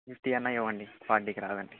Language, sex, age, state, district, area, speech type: Telugu, male, 18-30, Andhra Pradesh, Annamaya, rural, conversation